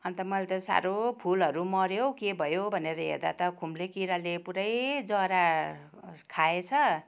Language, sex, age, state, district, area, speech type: Nepali, female, 60+, West Bengal, Kalimpong, rural, spontaneous